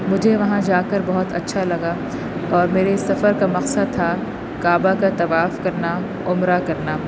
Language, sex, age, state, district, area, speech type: Urdu, female, 30-45, Uttar Pradesh, Aligarh, urban, spontaneous